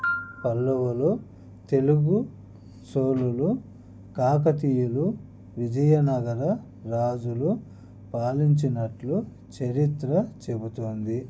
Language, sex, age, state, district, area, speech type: Telugu, male, 30-45, Andhra Pradesh, Annamaya, rural, spontaneous